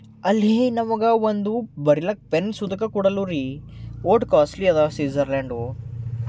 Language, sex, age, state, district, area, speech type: Kannada, male, 18-30, Karnataka, Bidar, urban, spontaneous